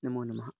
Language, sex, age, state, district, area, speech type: Sanskrit, male, 30-45, Karnataka, Bangalore Urban, urban, spontaneous